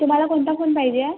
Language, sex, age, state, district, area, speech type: Marathi, female, 18-30, Maharashtra, Nagpur, urban, conversation